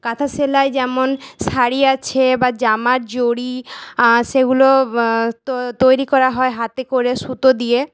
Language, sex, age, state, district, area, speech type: Bengali, female, 18-30, West Bengal, Paschim Bardhaman, urban, spontaneous